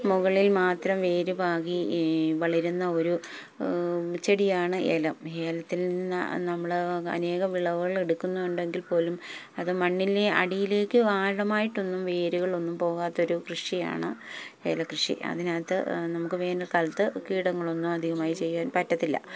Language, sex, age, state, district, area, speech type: Malayalam, female, 45-60, Kerala, Palakkad, rural, spontaneous